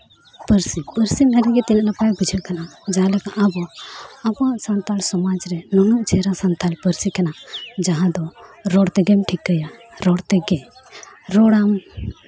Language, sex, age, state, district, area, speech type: Santali, female, 18-30, Jharkhand, Seraikela Kharsawan, rural, spontaneous